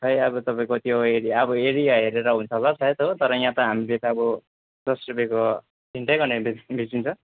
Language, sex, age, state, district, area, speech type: Nepali, male, 30-45, West Bengal, Jalpaiguri, rural, conversation